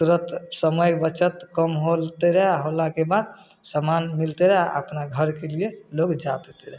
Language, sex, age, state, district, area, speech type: Maithili, male, 30-45, Bihar, Samastipur, rural, spontaneous